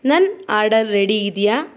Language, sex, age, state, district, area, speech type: Kannada, female, 45-60, Karnataka, Davanagere, rural, read